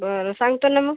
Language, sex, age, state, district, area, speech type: Marathi, female, 30-45, Maharashtra, Washim, rural, conversation